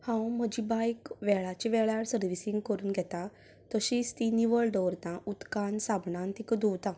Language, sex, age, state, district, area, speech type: Goan Konkani, female, 30-45, Goa, Canacona, rural, spontaneous